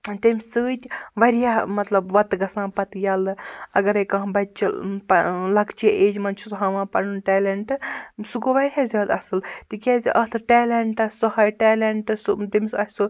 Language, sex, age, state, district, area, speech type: Kashmiri, male, 45-60, Jammu and Kashmir, Baramulla, rural, spontaneous